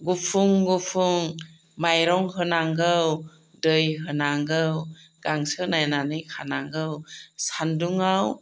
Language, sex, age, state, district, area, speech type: Bodo, female, 45-60, Assam, Chirang, rural, spontaneous